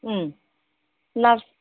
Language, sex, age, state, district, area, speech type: Bodo, female, 60+, Assam, Udalguri, urban, conversation